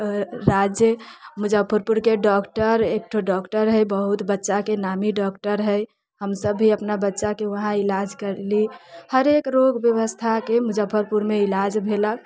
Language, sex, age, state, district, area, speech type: Maithili, female, 18-30, Bihar, Muzaffarpur, rural, spontaneous